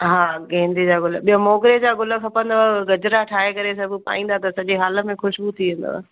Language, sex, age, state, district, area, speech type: Sindhi, female, 45-60, Gujarat, Kutch, urban, conversation